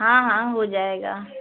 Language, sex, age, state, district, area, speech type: Urdu, female, 30-45, Bihar, Araria, rural, conversation